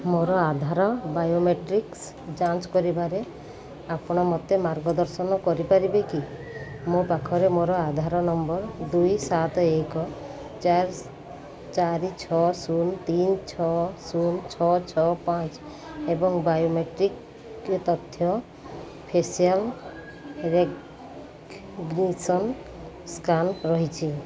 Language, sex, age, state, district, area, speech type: Odia, female, 30-45, Odisha, Sundergarh, urban, read